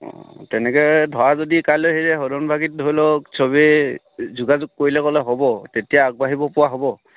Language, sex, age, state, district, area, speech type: Assamese, male, 30-45, Assam, Sivasagar, rural, conversation